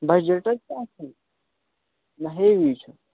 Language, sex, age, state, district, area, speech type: Kashmiri, male, 18-30, Jammu and Kashmir, Budgam, rural, conversation